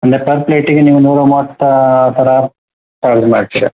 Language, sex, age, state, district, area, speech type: Kannada, male, 30-45, Karnataka, Udupi, rural, conversation